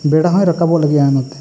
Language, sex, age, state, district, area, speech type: Santali, male, 18-30, West Bengal, Bankura, rural, spontaneous